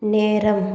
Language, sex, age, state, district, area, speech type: Tamil, female, 30-45, Tamil Nadu, Salem, rural, read